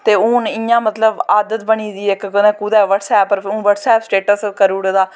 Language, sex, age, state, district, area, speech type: Dogri, female, 18-30, Jammu and Kashmir, Jammu, rural, spontaneous